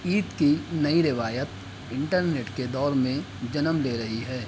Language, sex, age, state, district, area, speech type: Urdu, male, 30-45, Maharashtra, Nashik, urban, read